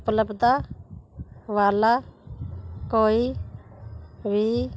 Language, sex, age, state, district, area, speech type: Punjabi, female, 45-60, Punjab, Muktsar, urban, read